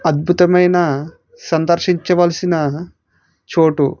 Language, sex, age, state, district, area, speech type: Telugu, male, 30-45, Andhra Pradesh, Vizianagaram, rural, spontaneous